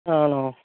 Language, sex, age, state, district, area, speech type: Malayalam, female, 30-45, Kerala, Alappuzha, rural, conversation